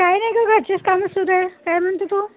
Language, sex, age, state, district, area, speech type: Marathi, female, 18-30, Maharashtra, Wardha, rural, conversation